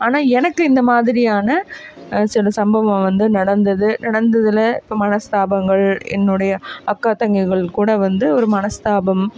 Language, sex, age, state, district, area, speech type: Tamil, female, 30-45, Tamil Nadu, Coimbatore, rural, spontaneous